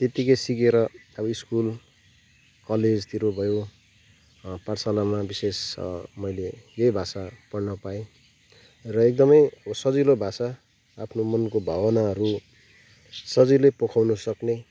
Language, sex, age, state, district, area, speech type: Nepali, male, 30-45, West Bengal, Kalimpong, rural, spontaneous